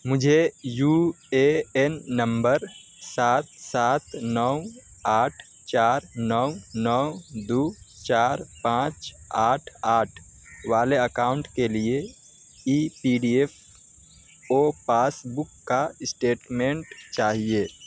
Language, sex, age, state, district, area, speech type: Urdu, male, 18-30, Delhi, North West Delhi, urban, read